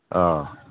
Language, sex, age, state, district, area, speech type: Manipuri, male, 45-60, Manipur, Kangpokpi, urban, conversation